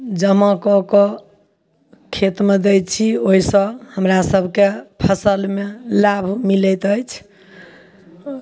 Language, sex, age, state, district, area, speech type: Maithili, female, 45-60, Bihar, Samastipur, rural, spontaneous